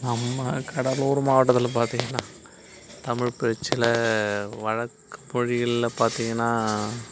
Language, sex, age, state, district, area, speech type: Tamil, male, 45-60, Tamil Nadu, Cuddalore, rural, spontaneous